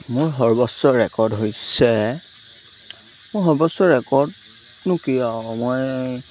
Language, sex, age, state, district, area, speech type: Assamese, male, 18-30, Assam, Lakhimpur, rural, spontaneous